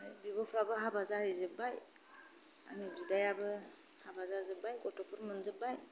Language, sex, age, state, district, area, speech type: Bodo, female, 30-45, Assam, Kokrajhar, rural, spontaneous